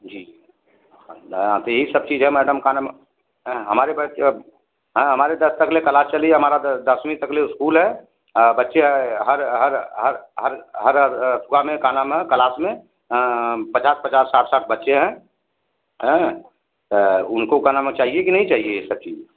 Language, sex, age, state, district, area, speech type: Hindi, male, 60+, Uttar Pradesh, Azamgarh, urban, conversation